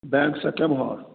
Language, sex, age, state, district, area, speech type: Maithili, male, 45-60, Bihar, Madhubani, rural, conversation